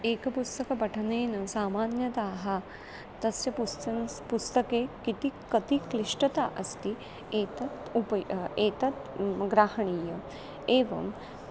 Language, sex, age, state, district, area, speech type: Sanskrit, female, 30-45, Maharashtra, Nagpur, urban, spontaneous